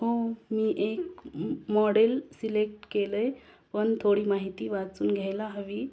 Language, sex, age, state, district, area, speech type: Marathi, female, 18-30, Maharashtra, Beed, rural, spontaneous